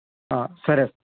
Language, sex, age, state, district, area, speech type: Telugu, male, 18-30, Andhra Pradesh, Nellore, rural, conversation